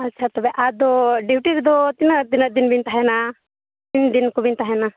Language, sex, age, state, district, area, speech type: Santali, female, 18-30, Jharkhand, Seraikela Kharsawan, rural, conversation